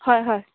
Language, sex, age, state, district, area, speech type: Assamese, female, 45-60, Assam, Jorhat, urban, conversation